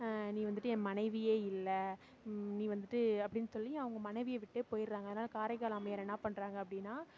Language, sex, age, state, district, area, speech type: Tamil, female, 18-30, Tamil Nadu, Mayiladuthurai, rural, spontaneous